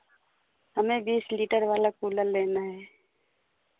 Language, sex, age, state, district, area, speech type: Hindi, female, 45-60, Uttar Pradesh, Pratapgarh, rural, conversation